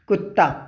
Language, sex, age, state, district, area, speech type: Hindi, male, 18-30, Madhya Pradesh, Bhopal, urban, read